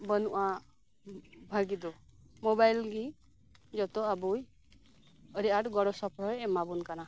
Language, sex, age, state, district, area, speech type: Santali, female, 30-45, West Bengal, Birbhum, rural, spontaneous